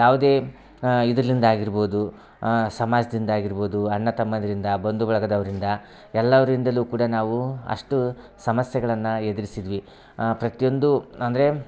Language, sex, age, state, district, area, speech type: Kannada, male, 30-45, Karnataka, Vijayapura, rural, spontaneous